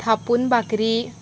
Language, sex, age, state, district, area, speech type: Goan Konkani, female, 18-30, Goa, Murmgao, rural, spontaneous